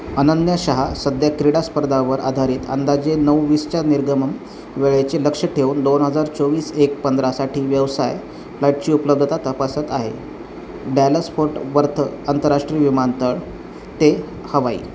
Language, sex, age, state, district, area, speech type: Marathi, male, 30-45, Maharashtra, Osmanabad, rural, read